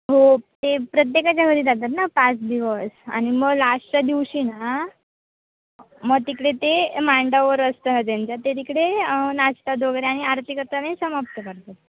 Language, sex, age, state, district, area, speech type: Marathi, female, 18-30, Maharashtra, Sindhudurg, rural, conversation